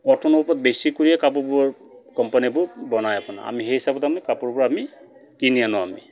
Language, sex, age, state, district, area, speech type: Assamese, male, 45-60, Assam, Dibrugarh, urban, spontaneous